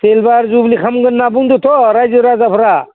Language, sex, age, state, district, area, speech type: Bodo, male, 60+, Assam, Udalguri, rural, conversation